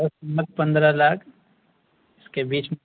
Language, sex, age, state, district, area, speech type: Urdu, male, 18-30, Bihar, Araria, rural, conversation